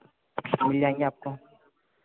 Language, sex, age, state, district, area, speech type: Hindi, male, 30-45, Madhya Pradesh, Harda, urban, conversation